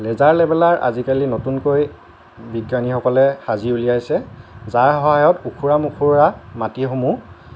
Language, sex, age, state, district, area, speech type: Assamese, male, 30-45, Assam, Lakhimpur, rural, spontaneous